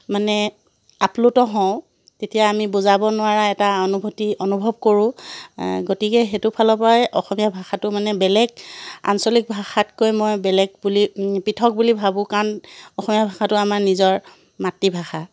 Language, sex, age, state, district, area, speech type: Assamese, female, 45-60, Assam, Charaideo, urban, spontaneous